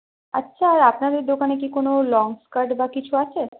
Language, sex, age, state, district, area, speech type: Bengali, female, 30-45, West Bengal, Purulia, urban, conversation